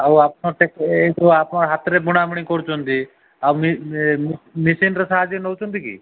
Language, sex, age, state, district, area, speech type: Odia, male, 45-60, Odisha, Koraput, urban, conversation